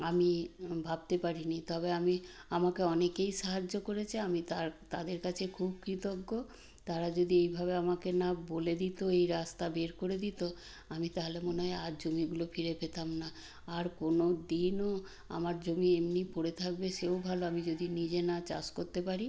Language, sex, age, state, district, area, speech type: Bengali, female, 60+, West Bengal, Nadia, rural, spontaneous